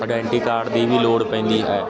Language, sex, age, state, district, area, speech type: Punjabi, male, 18-30, Punjab, Ludhiana, rural, spontaneous